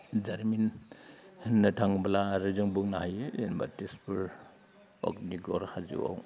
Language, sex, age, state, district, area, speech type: Bodo, male, 45-60, Assam, Udalguri, rural, spontaneous